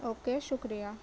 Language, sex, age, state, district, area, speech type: Urdu, female, 30-45, Delhi, South Delhi, urban, spontaneous